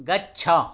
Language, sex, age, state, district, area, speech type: Sanskrit, male, 60+, Karnataka, Tumkur, urban, read